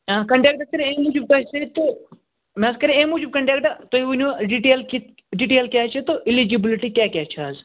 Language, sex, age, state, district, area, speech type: Kashmiri, male, 45-60, Jammu and Kashmir, Budgam, rural, conversation